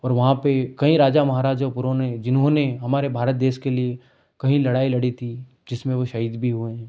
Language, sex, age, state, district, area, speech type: Hindi, male, 18-30, Madhya Pradesh, Ujjain, rural, spontaneous